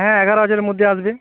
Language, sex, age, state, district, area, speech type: Bengali, male, 45-60, West Bengal, North 24 Parganas, urban, conversation